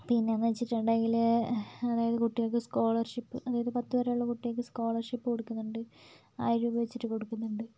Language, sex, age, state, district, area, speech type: Malayalam, female, 30-45, Kerala, Wayanad, rural, spontaneous